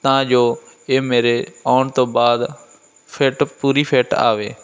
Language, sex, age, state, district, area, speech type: Punjabi, male, 18-30, Punjab, Firozpur, urban, spontaneous